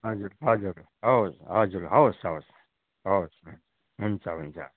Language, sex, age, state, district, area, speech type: Nepali, male, 60+, West Bengal, Kalimpong, rural, conversation